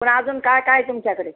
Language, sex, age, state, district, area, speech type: Marathi, female, 60+, Maharashtra, Nanded, urban, conversation